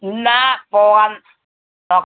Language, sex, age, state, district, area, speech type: Malayalam, female, 60+, Kerala, Malappuram, rural, conversation